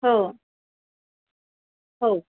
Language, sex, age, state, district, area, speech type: Marathi, female, 45-60, Maharashtra, Nanded, urban, conversation